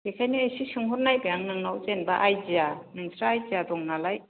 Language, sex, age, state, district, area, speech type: Bodo, female, 45-60, Assam, Kokrajhar, rural, conversation